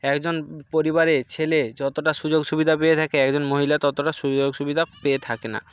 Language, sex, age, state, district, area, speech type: Bengali, male, 60+, West Bengal, Nadia, rural, spontaneous